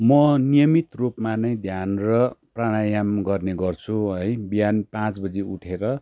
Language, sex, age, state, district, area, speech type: Nepali, male, 30-45, West Bengal, Darjeeling, rural, spontaneous